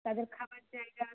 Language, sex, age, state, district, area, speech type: Bengali, female, 60+, West Bengal, Jhargram, rural, conversation